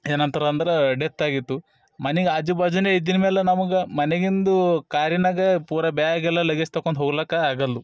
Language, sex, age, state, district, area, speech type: Kannada, male, 30-45, Karnataka, Bidar, urban, spontaneous